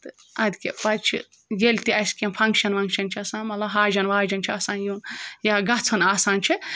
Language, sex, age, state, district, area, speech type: Kashmiri, female, 45-60, Jammu and Kashmir, Ganderbal, rural, spontaneous